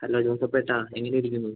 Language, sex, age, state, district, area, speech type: Malayalam, male, 18-30, Kerala, Idukki, urban, conversation